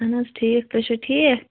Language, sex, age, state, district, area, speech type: Kashmiri, female, 18-30, Jammu and Kashmir, Shopian, rural, conversation